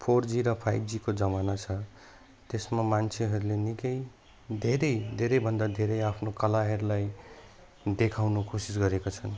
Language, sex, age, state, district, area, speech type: Nepali, male, 30-45, West Bengal, Alipurduar, urban, spontaneous